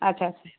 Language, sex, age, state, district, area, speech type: Bengali, female, 60+, West Bengal, Nadia, rural, conversation